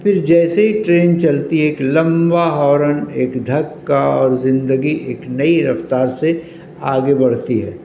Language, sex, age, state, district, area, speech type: Urdu, male, 60+, Delhi, North East Delhi, urban, spontaneous